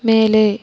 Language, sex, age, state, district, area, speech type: Tamil, female, 18-30, Tamil Nadu, Cuddalore, rural, read